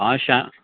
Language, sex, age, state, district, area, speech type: Punjabi, male, 30-45, Punjab, Faridkot, urban, conversation